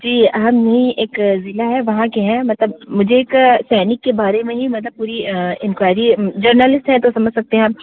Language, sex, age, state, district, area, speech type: Hindi, female, 30-45, Uttar Pradesh, Sitapur, rural, conversation